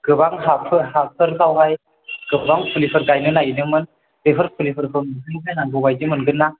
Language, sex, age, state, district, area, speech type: Bodo, male, 18-30, Assam, Chirang, urban, conversation